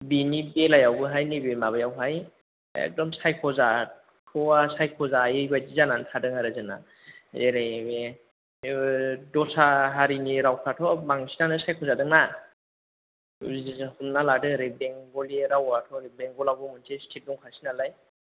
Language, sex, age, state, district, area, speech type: Bodo, male, 30-45, Assam, Chirang, rural, conversation